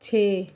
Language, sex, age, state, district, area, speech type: Punjabi, female, 30-45, Punjab, Pathankot, rural, read